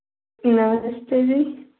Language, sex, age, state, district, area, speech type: Dogri, female, 18-30, Jammu and Kashmir, Samba, urban, conversation